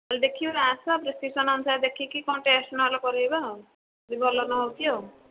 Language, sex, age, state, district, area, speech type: Odia, female, 18-30, Odisha, Nayagarh, rural, conversation